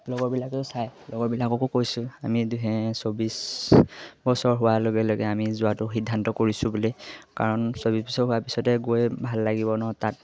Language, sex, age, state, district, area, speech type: Assamese, male, 18-30, Assam, Majuli, urban, spontaneous